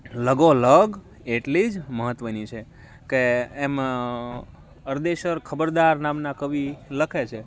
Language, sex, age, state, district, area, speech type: Gujarati, male, 30-45, Gujarat, Rajkot, rural, spontaneous